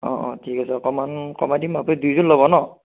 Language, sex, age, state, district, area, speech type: Assamese, female, 60+, Assam, Kamrup Metropolitan, urban, conversation